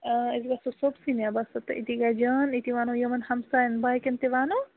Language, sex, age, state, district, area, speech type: Kashmiri, female, 18-30, Jammu and Kashmir, Baramulla, rural, conversation